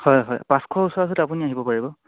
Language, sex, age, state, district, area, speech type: Assamese, male, 18-30, Assam, Charaideo, rural, conversation